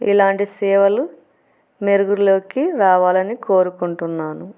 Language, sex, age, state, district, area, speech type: Telugu, female, 45-60, Andhra Pradesh, Kurnool, urban, spontaneous